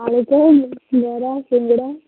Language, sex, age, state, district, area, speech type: Odia, female, 45-60, Odisha, Gajapati, rural, conversation